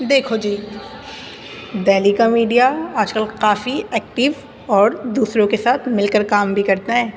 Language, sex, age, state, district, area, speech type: Urdu, female, 18-30, Delhi, North East Delhi, urban, spontaneous